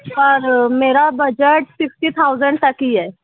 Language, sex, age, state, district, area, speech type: Urdu, male, 45-60, Maharashtra, Nashik, urban, conversation